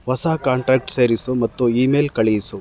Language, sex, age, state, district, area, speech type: Kannada, male, 30-45, Karnataka, Chamarajanagar, rural, read